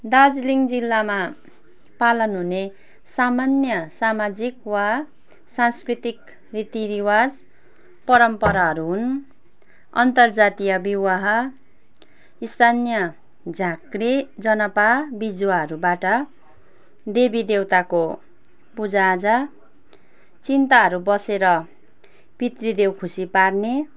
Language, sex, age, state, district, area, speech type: Nepali, female, 30-45, West Bengal, Darjeeling, rural, spontaneous